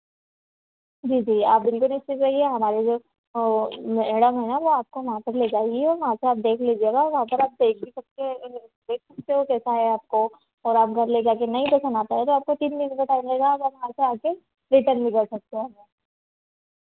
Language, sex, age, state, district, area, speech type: Hindi, female, 18-30, Madhya Pradesh, Harda, urban, conversation